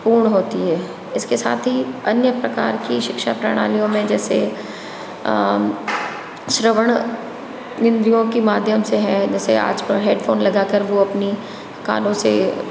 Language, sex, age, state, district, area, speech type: Hindi, female, 60+, Rajasthan, Jodhpur, urban, spontaneous